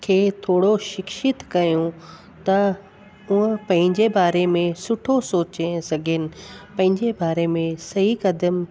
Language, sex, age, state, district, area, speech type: Sindhi, female, 45-60, Delhi, South Delhi, urban, spontaneous